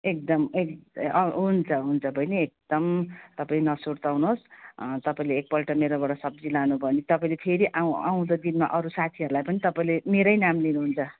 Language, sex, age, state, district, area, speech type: Nepali, female, 45-60, West Bengal, Darjeeling, rural, conversation